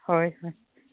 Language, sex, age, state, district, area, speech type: Manipuri, female, 18-30, Manipur, Chandel, rural, conversation